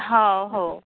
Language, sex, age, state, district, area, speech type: Marathi, female, 18-30, Maharashtra, Thane, rural, conversation